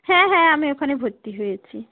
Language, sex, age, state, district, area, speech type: Bengali, female, 30-45, West Bengal, Darjeeling, rural, conversation